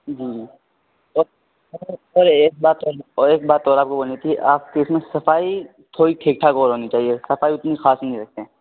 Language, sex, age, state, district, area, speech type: Urdu, male, 30-45, Bihar, Khagaria, rural, conversation